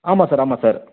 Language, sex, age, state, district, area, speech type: Tamil, male, 30-45, Tamil Nadu, Krishnagiri, rural, conversation